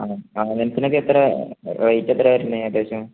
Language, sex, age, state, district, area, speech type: Malayalam, male, 30-45, Kerala, Malappuram, rural, conversation